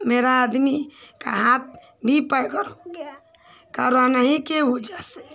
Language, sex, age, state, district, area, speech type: Hindi, female, 45-60, Uttar Pradesh, Ghazipur, rural, spontaneous